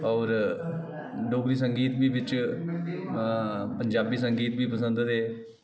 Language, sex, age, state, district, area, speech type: Dogri, male, 30-45, Jammu and Kashmir, Udhampur, rural, spontaneous